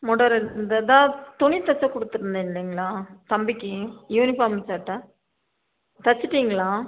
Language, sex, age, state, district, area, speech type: Tamil, female, 30-45, Tamil Nadu, Nilgiris, rural, conversation